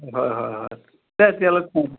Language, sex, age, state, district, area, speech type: Assamese, male, 60+, Assam, Charaideo, urban, conversation